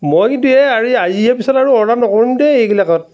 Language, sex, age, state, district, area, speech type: Assamese, male, 45-60, Assam, Darrang, rural, spontaneous